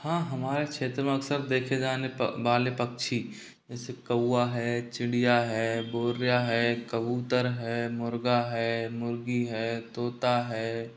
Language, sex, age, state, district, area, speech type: Hindi, male, 45-60, Rajasthan, Karauli, rural, spontaneous